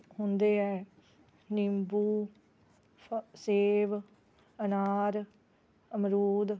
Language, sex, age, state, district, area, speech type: Punjabi, female, 30-45, Punjab, Rupnagar, rural, spontaneous